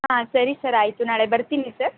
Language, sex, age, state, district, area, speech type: Kannada, female, 45-60, Karnataka, Tumkur, rural, conversation